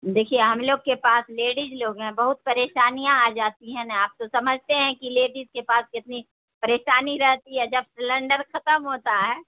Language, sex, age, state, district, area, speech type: Urdu, female, 60+, Bihar, Supaul, rural, conversation